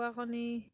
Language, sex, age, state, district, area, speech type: Assamese, female, 18-30, Assam, Sivasagar, rural, spontaneous